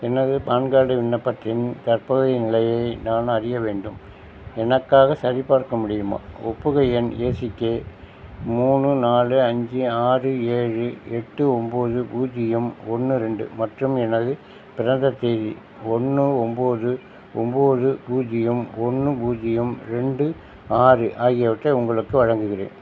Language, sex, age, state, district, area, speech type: Tamil, male, 60+, Tamil Nadu, Nagapattinam, rural, read